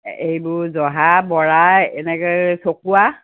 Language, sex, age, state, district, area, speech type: Assamese, female, 60+, Assam, Golaghat, rural, conversation